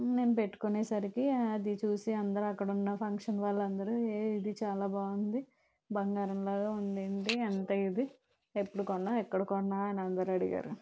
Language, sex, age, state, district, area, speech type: Telugu, female, 45-60, Andhra Pradesh, Konaseema, rural, spontaneous